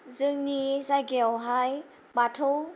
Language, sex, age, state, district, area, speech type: Bodo, female, 18-30, Assam, Kokrajhar, rural, spontaneous